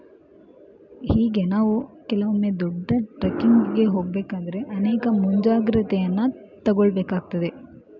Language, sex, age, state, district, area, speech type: Kannada, female, 18-30, Karnataka, Shimoga, rural, spontaneous